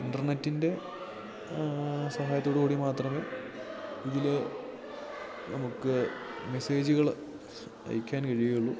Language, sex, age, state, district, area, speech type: Malayalam, male, 18-30, Kerala, Idukki, rural, spontaneous